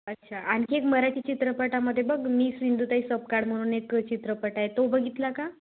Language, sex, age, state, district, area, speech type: Marathi, male, 18-30, Maharashtra, Nagpur, urban, conversation